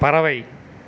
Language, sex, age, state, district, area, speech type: Tamil, male, 60+, Tamil Nadu, Erode, rural, read